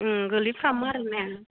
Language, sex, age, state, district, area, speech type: Bodo, female, 30-45, Assam, Udalguri, rural, conversation